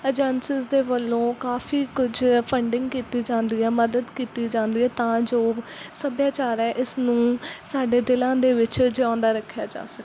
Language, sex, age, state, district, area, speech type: Punjabi, female, 18-30, Punjab, Mansa, rural, spontaneous